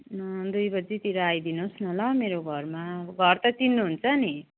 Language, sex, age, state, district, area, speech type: Nepali, female, 30-45, West Bengal, Jalpaiguri, rural, conversation